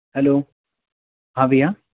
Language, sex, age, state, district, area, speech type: Hindi, male, 45-60, Madhya Pradesh, Bhopal, urban, conversation